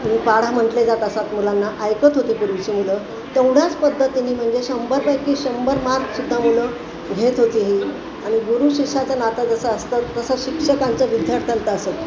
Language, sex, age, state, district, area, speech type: Marathi, female, 60+, Maharashtra, Pune, urban, spontaneous